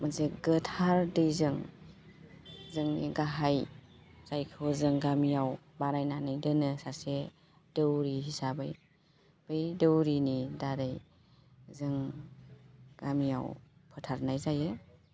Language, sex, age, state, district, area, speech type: Bodo, female, 30-45, Assam, Baksa, rural, spontaneous